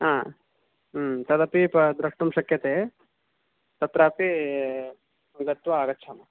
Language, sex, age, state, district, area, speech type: Sanskrit, male, 30-45, Karnataka, Bangalore Urban, urban, conversation